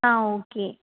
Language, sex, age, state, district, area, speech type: Tamil, female, 30-45, Tamil Nadu, Krishnagiri, rural, conversation